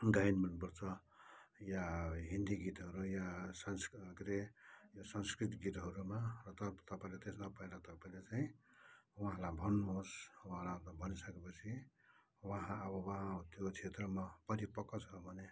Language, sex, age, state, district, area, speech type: Nepali, male, 60+, West Bengal, Kalimpong, rural, spontaneous